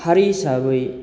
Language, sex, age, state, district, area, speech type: Bodo, male, 30-45, Assam, Baksa, urban, spontaneous